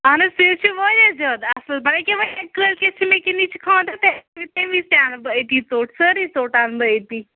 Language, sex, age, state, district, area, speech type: Kashmiri, female, 45-60, Jammu and Kashmir, Ganderbal, rural, conversation